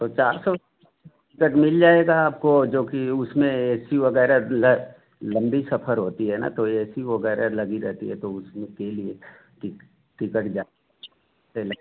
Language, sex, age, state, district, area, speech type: Hindi, male, 45-60, Uttar Pradesh, Mau, rural, conversation